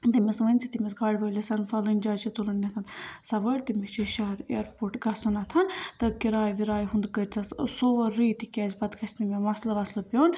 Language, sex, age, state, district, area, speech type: Kashmiri, female, 18-30, Jammu and Kashmir, Baramulla, rural, spontaneous